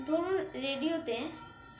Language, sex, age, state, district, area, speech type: Bengali, female, 18-30, West Bengal, Dakshin Dinajpur, urban, spontaneous